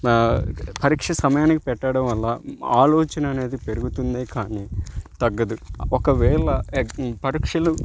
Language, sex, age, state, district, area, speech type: Telugu, male, 30-45, Andhra Pradesh, Nellore, urban, spontaneous